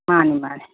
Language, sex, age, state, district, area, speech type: Manipuri, female, 45-60, Manipur, Imphal East, rural, conversation